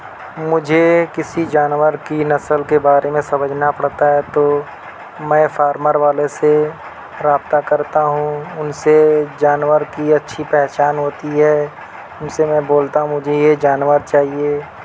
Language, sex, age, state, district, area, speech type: Urdu, male, 30-45, Uttar Pradesh, Mau, urban, spontaneous